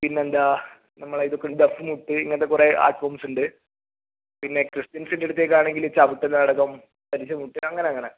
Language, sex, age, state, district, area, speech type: Malayalam, male, 18-30, Kerala, Kozhikode, urban, conversation